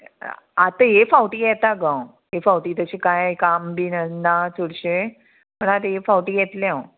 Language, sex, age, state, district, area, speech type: Goan Konkani, female, 45-60, Goa, Murmgao, rural, conversation